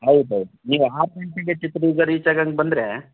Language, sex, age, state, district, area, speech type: Kannada, male, 60+, Karnataka, Chitradurga, rural, conversation